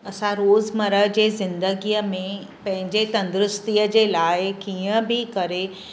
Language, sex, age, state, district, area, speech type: Sindhi, female, 45-60, Maharashtra, Mumbai City, urban, spontaneous